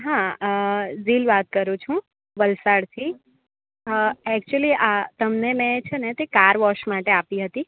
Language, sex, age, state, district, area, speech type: Gujarati, female, 18-30, Gujarat, Valsad, rural, conversation